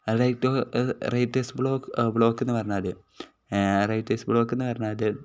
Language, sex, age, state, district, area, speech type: Malayalam, male, 18-30, Kerala, Kozhikode, rural, spontaneous